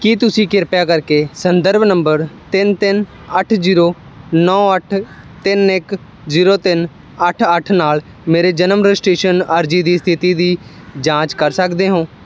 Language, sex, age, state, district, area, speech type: Punjabi, male, 18-30, Punjab, Ludhiana, rural, read